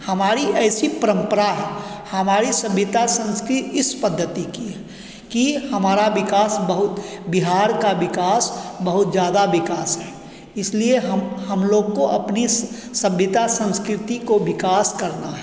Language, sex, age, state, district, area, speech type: Hindi, male, 45-60, Bihar, Begusarai, urban, spontaneous